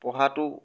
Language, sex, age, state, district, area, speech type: Assamese, male, 18-30, Assam, Tinsukia, rural, spontaneous